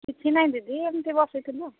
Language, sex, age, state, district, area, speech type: Odia, female, 45-60, Odisha, Angul, rural, conversation